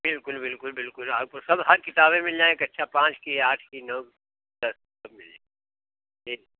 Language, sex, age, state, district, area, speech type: Hindi, male, 60+, Uttar Pradesh, Hardoi, rural, conversation